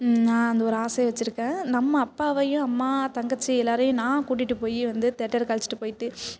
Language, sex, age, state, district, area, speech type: Tamil, female, 18-30, Tamil Nadu, Thanjavur, urban, spontaneous